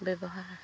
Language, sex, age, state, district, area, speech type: Assamese, female, 45-60, Assam, Dibrugarh, rural, spontaneous